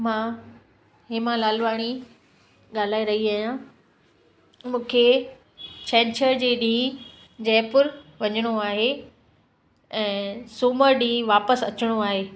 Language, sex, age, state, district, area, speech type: Sindhi, female, 45-60, Gujarat, Kutch, urban, spontaneous